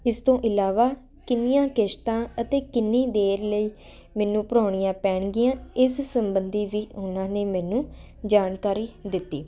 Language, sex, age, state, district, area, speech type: Punjabi, female, 18-30, Punjab, Ludhiana, urban, spontaneous